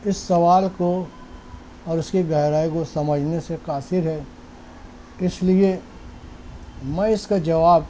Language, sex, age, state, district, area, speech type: Urdu, male, 60+, Maharashtra, Nashik, urban, spontaneous